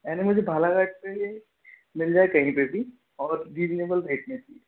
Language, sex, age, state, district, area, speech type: Hindi, male, 30-45, Madhya Pradesh, Balaghat, rural, conversation